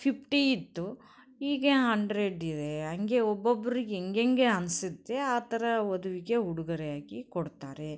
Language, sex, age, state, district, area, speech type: Kannada, female, 30-45, Karnataka, Koppal, rural, spontaneous